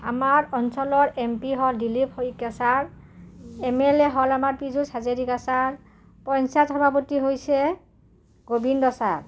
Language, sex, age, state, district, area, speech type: Assamese, female, 45-60, Assam, Udalguri, rural, spontaneous